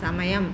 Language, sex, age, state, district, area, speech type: Telugu, female, 30-45, Andhra Pradesh, Konaseema, rural, read